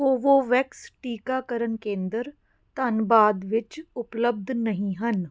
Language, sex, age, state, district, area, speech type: Punjabi, female, 30-45, Punjab, Patiala, urban, read